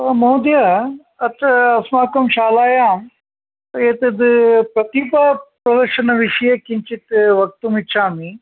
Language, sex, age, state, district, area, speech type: Sanskrit, male, 60+, Karnataka, Mysore, urban, conversation